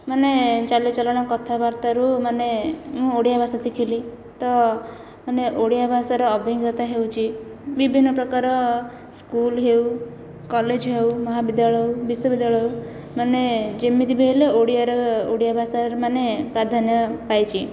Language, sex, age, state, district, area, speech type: Odia, female, 18-30, Odisha, Khordha, rural, spontaneous